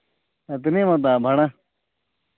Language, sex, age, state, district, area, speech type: Santali, male, 18-30, Jharkhand, East Singhbhum, rural, conversation